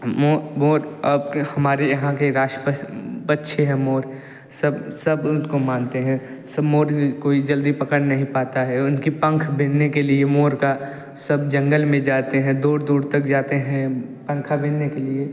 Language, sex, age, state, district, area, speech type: Hindi, male, 18-30, Uttar Pradesh, Jaunpur, urban, spontaneous